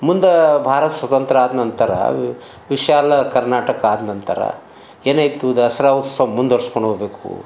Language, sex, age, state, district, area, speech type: Kannada, male, 60+, Karnataka, Bidar, urban, spontaneous